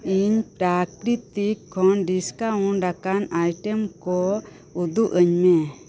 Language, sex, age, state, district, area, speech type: Santali, female, 30-45, West Bengal, Birbhum, rural, read